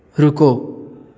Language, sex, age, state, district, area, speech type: Punjabi, male, 18-30, Punjab, Patiala, urban, read